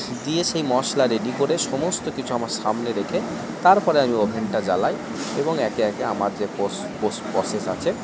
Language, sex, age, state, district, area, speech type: Bengali, male, 45-60, West Bengal, Purba Bardhaman, rural, spontaneous